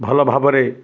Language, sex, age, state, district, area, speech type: Odia, male, 60+, Odisha, Ganjam, urban, spontaneous